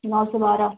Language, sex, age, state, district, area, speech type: Hindi, female, 18-30, Uttar Pradesh, Jaunpur, urban, conversation